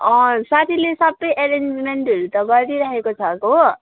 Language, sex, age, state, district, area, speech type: Nepali, female, 18-30, West Bengal, Alipurduar, urban, conversation